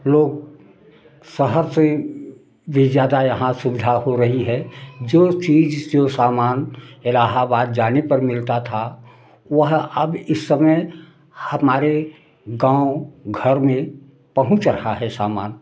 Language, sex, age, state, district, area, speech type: Hindi, male, 60+, Uttar Pradesh, Prayagraj, rural, spontaneous